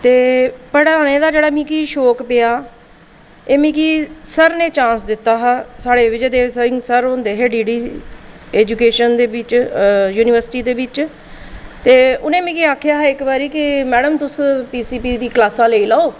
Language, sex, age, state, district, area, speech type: Dogri, female, 45-60, Jammu and Kashmir, Jammu, urban, spontaneous